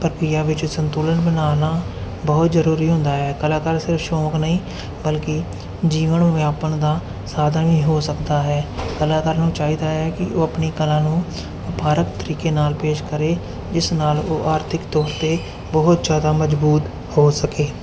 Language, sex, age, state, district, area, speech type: Punjabi, male, 30-45, Punjab, Jalandhar, urban, spontaneous